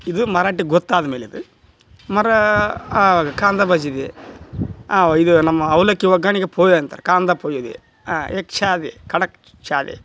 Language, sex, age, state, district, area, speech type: Kannada, male, 30-45, Karnataka, Koppal, rural, spontaneous